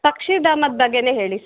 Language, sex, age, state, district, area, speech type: Kannada, female, 45-60, Karnataka, Chikkaballapur, rural, conversation